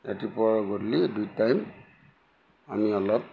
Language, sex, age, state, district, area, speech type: Assamese, male, 60+, Assam, Lakhimpur, rural, spontaneous